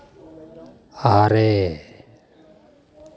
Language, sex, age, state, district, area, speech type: Santali, male, 45-60, West Bengal, Paschim Bardhaman, urban, read